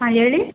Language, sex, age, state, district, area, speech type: Kannada, female, 30-45, Karnataka, Chamarajanagar, rural, conversation